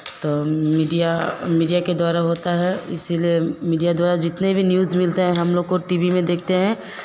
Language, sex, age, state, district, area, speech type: Hindi, female, 30-45, Bihar, Vaishali, urban, spontaneous